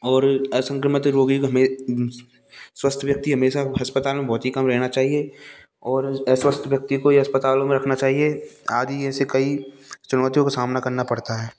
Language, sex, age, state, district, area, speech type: Hindi, male, 18-30, Rajasthan, Bharatpur, rural, spontaneous